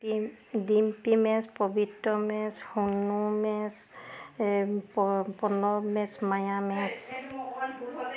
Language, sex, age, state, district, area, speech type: Assamese, female, 45-60, Assam, Sivasagar, rural, spontaneous